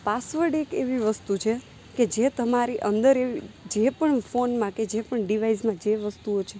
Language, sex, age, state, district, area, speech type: Gujarati, female, 30-45, Gujarat, Rajkot, rural, spontaneous